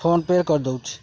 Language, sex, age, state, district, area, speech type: Odia, male, 45-60, Odisha, Jagatsinghpur, urban, spontaneous